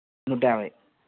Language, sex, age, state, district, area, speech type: Telugu, male, 30-45, Andhra Pradesh, Kadapa, rural, conversation